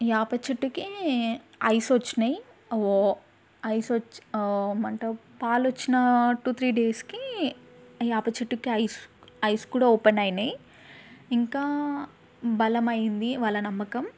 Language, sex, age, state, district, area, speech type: Telugu, female, 18-30, Telangana, Mahbubnagar, urban, spontaneous